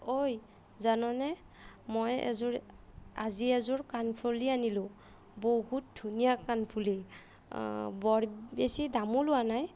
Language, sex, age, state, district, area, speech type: Assamese, female, 45-60, Assam, Nagaon, rural, spontaneous